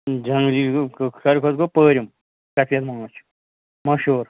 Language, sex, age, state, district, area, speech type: Kashmiri, male, 30-45, Jammu and Kashmir, Ganderbal, rural, conversation